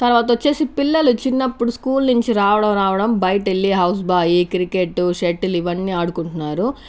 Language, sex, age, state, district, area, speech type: Telugu, female, 30-45, Andhra Pradesh, Sri Balaji, urban, spontaneous